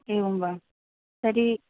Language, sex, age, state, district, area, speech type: Sanskrit, female, 18-30, Maharashtra, Nagpur, urban, conversation